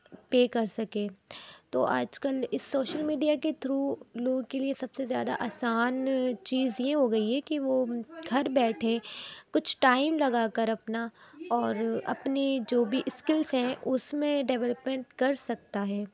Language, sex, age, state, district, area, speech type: Urdu, female, 18-30, Uttar Pradesh, Rampur, urban, spontaneous